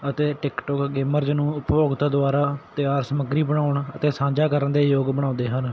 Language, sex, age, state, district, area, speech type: Punjabi, male, 18-30, Punjab, Patiala, urban, spontaneous